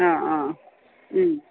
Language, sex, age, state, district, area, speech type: Malayalam, female, 30-45, Kerala, Kottayam, urban, conversation